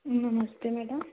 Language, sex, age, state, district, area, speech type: Hindi, female, 60+, Madhya Pradesh, Bhopal, rural, conversation